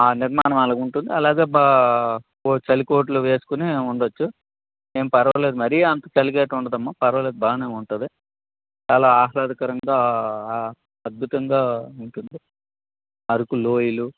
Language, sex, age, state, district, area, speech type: Telugu, male, 45-60, Andhra Pradesh, Vizianagaram, rural, conversation